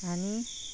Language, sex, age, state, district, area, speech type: Goan Konkani, female, 18-30, Goa, Canacona, rural, spontaneous